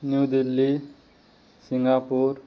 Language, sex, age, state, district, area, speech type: Odia, male, 30-45, Odisha, Nuapada, urban, spontaneous